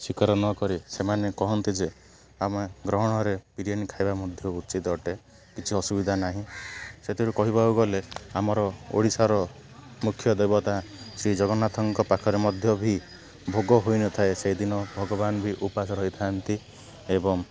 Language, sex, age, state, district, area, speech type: Odia, male, 18-30, Odisha, Ganjam, urban, spontaneous